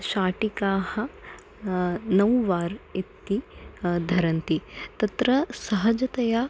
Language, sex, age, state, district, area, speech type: Sanskrit, female, 30-45, Maharashtra, Nagpur, urban, spontaneous